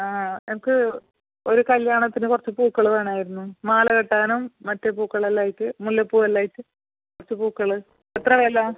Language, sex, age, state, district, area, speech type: Malayalam, female, 30-45, Kerala, Kasaragod, rural, conversation